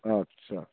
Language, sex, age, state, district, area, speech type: Bengali, male, 30-45, West Bengal, Darjeeling, rural, conversation